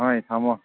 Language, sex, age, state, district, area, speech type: Manipuri, male, 18-30, Manipur, Kangpokpi, urban, conversation